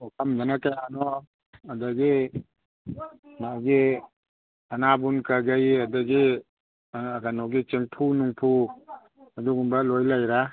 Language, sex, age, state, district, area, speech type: Manipuri, male, 45-60, Manipur, Imphal East, rural, conversation